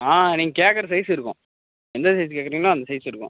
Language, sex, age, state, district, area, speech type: Tamil, male, 18-30, Tamil Nadu, Cuddalore, rural, conversation